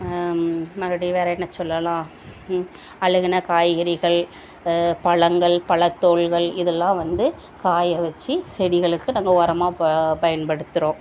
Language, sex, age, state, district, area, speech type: Tamil, female, 30-45, Tamil Nadu, Thoothukudi, rural, spontaneous